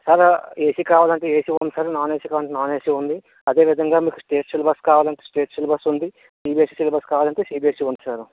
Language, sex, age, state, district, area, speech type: Telugu, male, 60+, Andhra Pradesh, Vizianagaram, rural, conversation